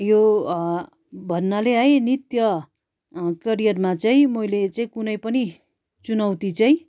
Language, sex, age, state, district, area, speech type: Nepali, female, 45-60, West Bengal, Darjeeling, rural, spontaneous